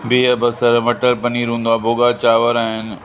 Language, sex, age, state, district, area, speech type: Sindhi, male, 45-60, Uttar Pradesh, Lucknow, rural, spontaneous